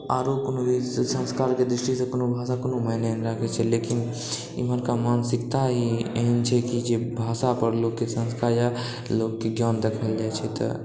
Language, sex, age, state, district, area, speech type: Maithili, male, 60+, Bihar, Saharsa, urban, spontaneous